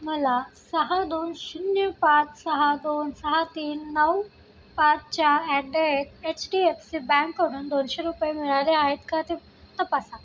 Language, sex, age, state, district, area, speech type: Marathi, female, 18-30, Maharashtra, Wardha, rural, read